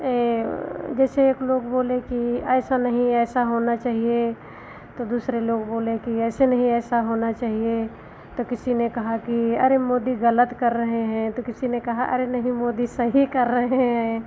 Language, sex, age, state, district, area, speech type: Hindi, female, 60+, Uttar Pradesh, Lucknow, rural, spontaneous